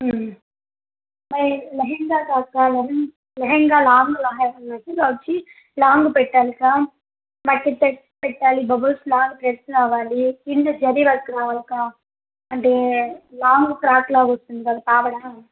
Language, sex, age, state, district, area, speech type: Telugu, female, 30-45, Andhra Pradesh, Kadapa, rural, conversation